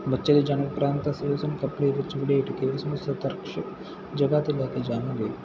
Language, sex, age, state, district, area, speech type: Punjabi, male, 18-30, Punjab, Muktsar, rural, spontaneous